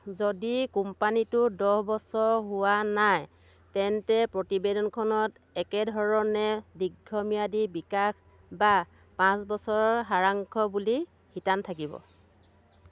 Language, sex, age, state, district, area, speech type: Assamese, female, 45-60, Assam, Dhemaji, rural, read